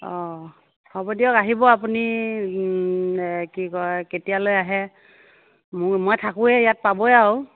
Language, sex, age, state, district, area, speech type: Assamese, female, 45-60, Assam, Morigaon, rural, conversation